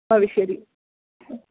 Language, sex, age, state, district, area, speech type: Sanskrit, female, 18-30, Kerala, Thrissur, urban, conversation